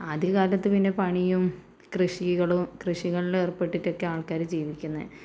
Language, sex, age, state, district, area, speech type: Malayalam, female, 30-45, Kerala, Kozhikode, urban, spontaneous